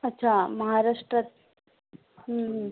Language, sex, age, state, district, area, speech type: Marathi, female, 18-30, Maharashtra, Akola, rural, conversation